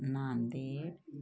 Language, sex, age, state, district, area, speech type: Marathi, female, 30-45, Maharashtra, Hingoli, urban, spontaneous